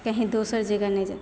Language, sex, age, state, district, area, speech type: Maithili, female, 18-30, Bihar, Begusarai, rural, spontaneous